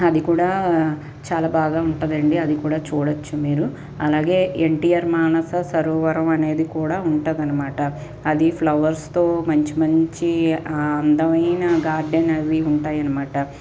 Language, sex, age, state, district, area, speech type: Telugu, female, 30-45, Andhra Pradesh, Guntur, rural, spontaneous